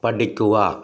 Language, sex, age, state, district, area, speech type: Malayalam, male, 60+, Kerala, Palakkad, rural, read